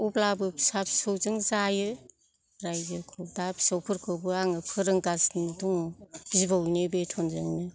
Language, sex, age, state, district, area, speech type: Bodo, female, 60+, Assam, Kokrajhar, rural, spontaneous